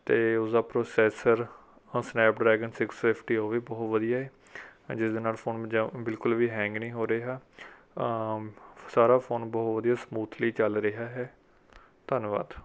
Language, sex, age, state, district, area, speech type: Punjabi, male, 18-30, Punjab, Rupnagar, urban, spontaneous